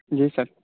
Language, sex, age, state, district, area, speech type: Urdu, male, 18-30, Uttar Pradesh, Saharanpur, urban, conversation